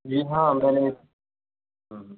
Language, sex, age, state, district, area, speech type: Urdu, male, 18-30, Delhi, South Delhi, rural, conversation